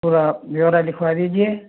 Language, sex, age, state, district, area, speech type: Hindi, male, 60+, Rajasthan, Jaipur, urban, conversation